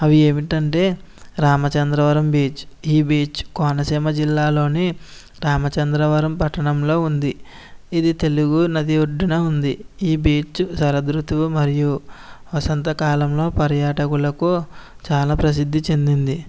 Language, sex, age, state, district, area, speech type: Telugu, male, 18-30, Andhra Pradesh, Konaseema, rural, spontaneous